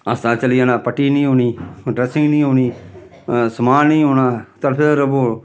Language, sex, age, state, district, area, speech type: Dogri, male, 45-60, Jammu and Kashmir, Samba, rural, spontaneous